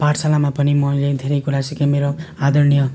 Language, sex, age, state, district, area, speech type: Nepali, male, 18-30, West Bengal, Darjeeling, rural, spontaneous